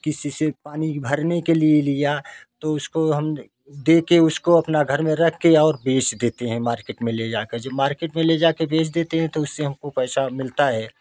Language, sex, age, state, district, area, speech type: Hindi, male, 45-60, Uttar Pradesh, Jaunpur, rural, spontaneous